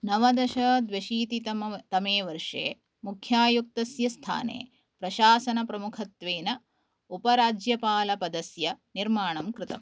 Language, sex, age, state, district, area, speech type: Sanskrit, female, 30-45, Karnataka, Udupi, urban, read